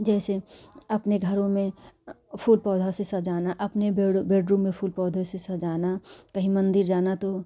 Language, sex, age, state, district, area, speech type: Hindi, female, 45-60, Uttar Pradesh, Jaunpur, urban, spontaneous